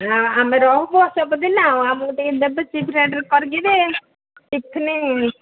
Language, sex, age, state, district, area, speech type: Odia, female, 45-60, Odisha, Sundergarh, rural, conversation